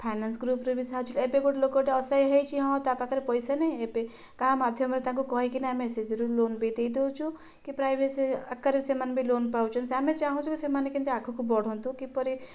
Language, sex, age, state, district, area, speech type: Odia, female, 30-45, Odisha, Kandhamal, rural, spontaneous